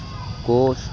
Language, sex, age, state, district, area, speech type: Urdu, male, 18-30, Uttar Pradesh, Muzaffarnagar, urban, spontaneous